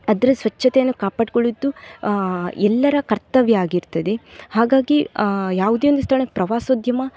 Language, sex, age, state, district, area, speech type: Kannada, female, 18-30, Karnataka, Dakshina Kannada, urban, spontaneous